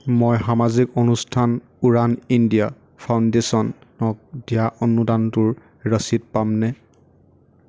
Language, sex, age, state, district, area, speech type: Assamese, male, 30-45, Assam, Darrang, rural, read